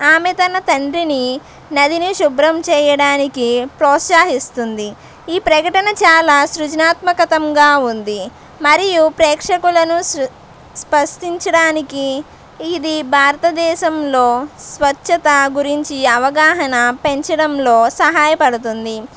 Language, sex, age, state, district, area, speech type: Telugu, female, 18-30, Andhra Pradesh, Konaseema, urban, spontaneous